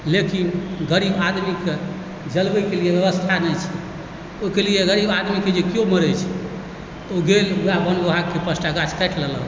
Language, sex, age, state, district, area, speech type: Maithili, male, 45-60, Bihar, Supaul, rural, spontaneous